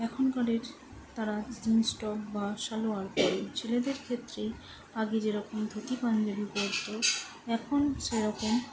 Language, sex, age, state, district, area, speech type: Bengali, female, 30-45, West Bengal, North 24 Parganas, urban, spontaneous